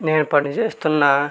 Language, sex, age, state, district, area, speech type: Telugu, male, 30-45, Andhra Pradesh, West Godavari, rural, spontaneous